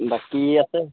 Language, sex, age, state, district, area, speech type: Assamese, male, 18-30, Assam, Darrang, rural, conversation